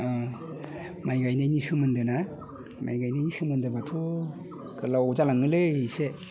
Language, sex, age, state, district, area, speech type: Bodo, male, 45-60, Assam, Udalguri, rural, spontaneous